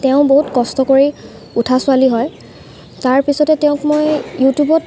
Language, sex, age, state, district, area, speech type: Assamese, female, 18-30, Assam, Sivasagar, urban, spontaneous